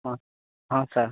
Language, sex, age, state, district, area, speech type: Odia, male, 18-30, Odisha, Nabarangpur, urban, conversation